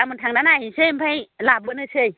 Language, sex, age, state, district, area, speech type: Bodo, female, 45-60, Assam, Baksa, rural, conversation